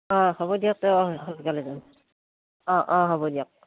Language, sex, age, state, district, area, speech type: Assamese, female, 45-60, Assam, Udalguri, rural, conversation